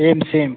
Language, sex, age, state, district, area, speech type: Hindi, male, 18-30, Uttar Pradesh, Chandauli, urban, conversation